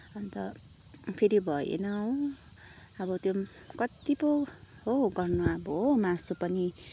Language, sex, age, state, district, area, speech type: Nepali, female, 30-45, West Bengal, Kalimpong, rural, spontaneous